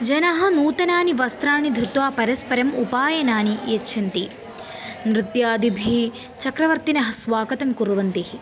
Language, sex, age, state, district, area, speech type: Sanskrit, female, 18-30, Kerala, Palakkad, rural, spontaneous